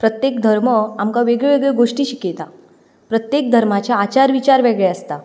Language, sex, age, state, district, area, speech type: Goan Konkani, female, 18-30, Goa, Ponda, rural, spontaneous